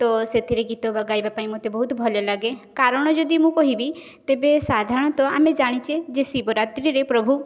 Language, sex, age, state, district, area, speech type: Odia, female, 18-30, Odisha, Mayurbhanj, rural, spontaneous